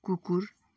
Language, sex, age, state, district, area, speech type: Nepali, male, 45-60, West Bengal, Darjeeling, rural, read